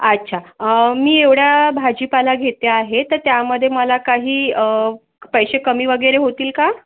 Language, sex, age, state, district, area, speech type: Marathi, female, 30-45, Maharashtra, Yavatmal, urban, conversation